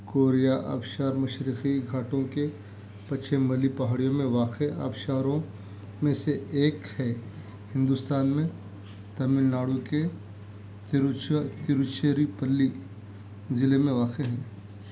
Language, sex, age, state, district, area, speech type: Urdu, male, 45-60, Telangana, Hyderabad, urban, read